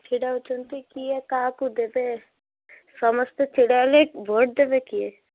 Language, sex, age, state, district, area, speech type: Odia, female, 18-30, Odisha, Malkangiri, urban, conversation